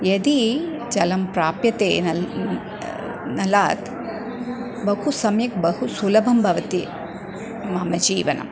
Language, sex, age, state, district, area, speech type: Sanskrit, female, 45-60, Tamil Nadu, Coimbatore, urban, spontaneous